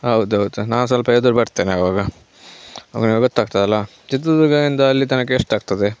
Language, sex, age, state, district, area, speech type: Kannada, male, 18-30, Karnataka, Chitradurga, rural, spontaneous